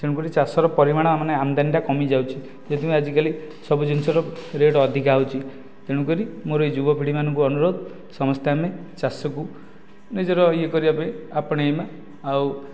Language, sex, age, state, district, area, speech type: Odia, male, 30-45, Odisha, Nayagarh, rural, spontaneous